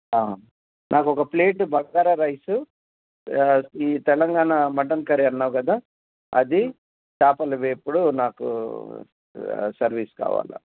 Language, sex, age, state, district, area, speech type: Telugu, male, 60+, Telangana, Hyderabad, rural, conversation